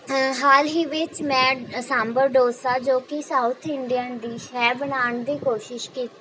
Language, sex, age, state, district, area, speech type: Punjabi, female, 18-30, Punjab, Rupnagar, urban, spontaneous